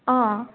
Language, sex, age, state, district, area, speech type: Assamese, female, 30-45, Assam, Dibrugarh, urban, conversation